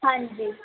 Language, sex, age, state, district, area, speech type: Punjabi, female, 18-30, Punjab, Barnala, urban, conversation